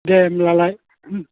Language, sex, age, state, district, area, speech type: Bodo, male, 60+, Assam, Chirang, rural, conversation